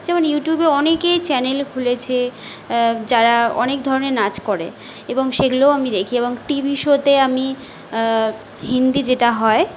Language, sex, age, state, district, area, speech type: Bengali, female, 45-60, West Bengal, Jhargram, rural, spontaneous